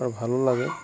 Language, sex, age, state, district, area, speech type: Assamese, male, 60+, Assam, Darrang, rural, spontaneous